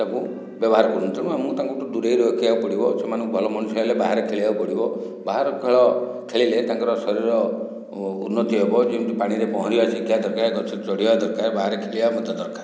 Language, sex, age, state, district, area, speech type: Odia, male, 60+, Odisha, Khordha, rural, spontaneous